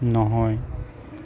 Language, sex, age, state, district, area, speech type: Assamese, female, 60+, Assam, Kamrup Metropolitan, urban, read